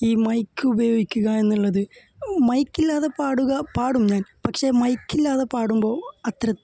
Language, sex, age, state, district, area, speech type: Malayalam, male, 18-30, Kerala, Kasaragod, rural, spontaneous